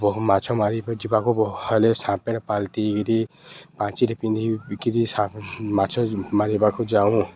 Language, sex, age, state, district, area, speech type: Odia, male, 18-30, Odisha, Subarnapur, urban, spontaneous